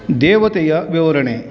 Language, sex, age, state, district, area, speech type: Kannada, male, 45-60, Karnataka, Kolar, rural, read